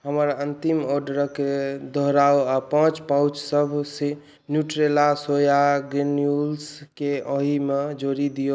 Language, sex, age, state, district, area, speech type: Maithili, male, 18-30, Bihar, Saharsa, urban, read